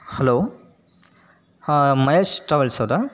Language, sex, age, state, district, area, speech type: Kannada, male, 30-45, Karnataka, Chitradurga, rural, spontaneous